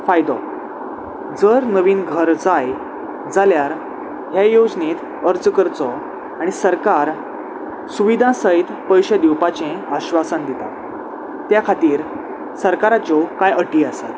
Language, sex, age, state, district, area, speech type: Goan Konkani, male, 18-30, Goa, Salcete, urban, spontaneous